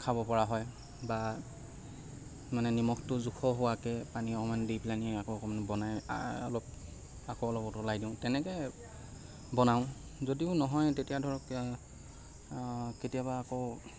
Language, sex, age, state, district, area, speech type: Assamese, male, 45-60, Assam, Lakhimpur, rural, spontaneous